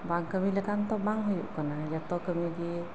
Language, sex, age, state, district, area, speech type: Santali, female, 30-45, West Bengal, Birbhum, rural, spontaneous